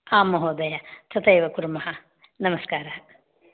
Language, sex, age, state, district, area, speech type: Sanskrit, female, 60+, Karnataka, Udupi, rural, conversation